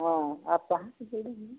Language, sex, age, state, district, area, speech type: Hindi, female, 60+, Uttar Pradesh, Chandauli, rural, conversation